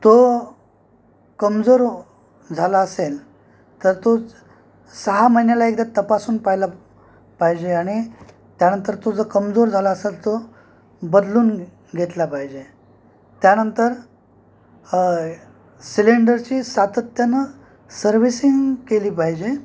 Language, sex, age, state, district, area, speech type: Marathi, male, 45-60, Maharashtra, Nanded, urban, spontaneous